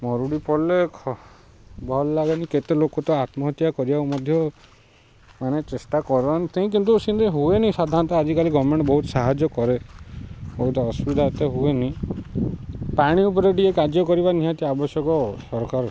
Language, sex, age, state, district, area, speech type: Odia, male, 30-45, Odisha, Ganjam, urban, spontaneous